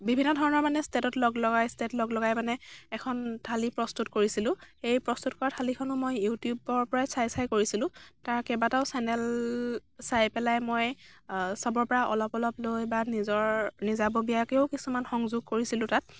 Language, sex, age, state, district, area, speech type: Assamese, female, 18-30, Assam, Dibrugarh, rural, spontaneous